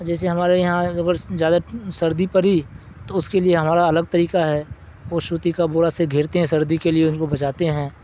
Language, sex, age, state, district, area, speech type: Urdu, male, 60+, Bihar, Darbhanga, rural, spontaneous